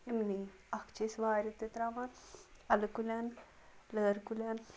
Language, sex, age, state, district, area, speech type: Kashmiri, female, 30-45, Jammu and Kashmir, Ganderbal, rural, spontaneous